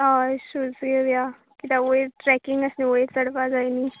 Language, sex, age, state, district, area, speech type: Goan Konkani, female, 18-30, Goa, Canacona, rural, conversation